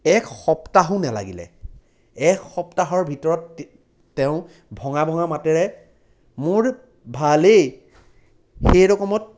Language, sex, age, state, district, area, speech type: Assamese, male, 30-45, Assam, Jorhat, urban, spontaneous